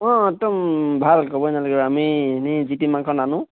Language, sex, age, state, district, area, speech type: Assamese, male, 18-30, Assam, Tinsukia, urban, conversation